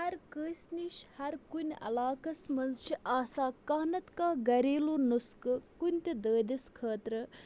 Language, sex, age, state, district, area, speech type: Kashmiri, female, 60+, Jammu and Kashmir, Bandipora, rural, spontaneous